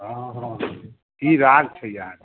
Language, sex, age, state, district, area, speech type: Maithili, male, 45-60, Bihar, Sitamarhi, rural, conversation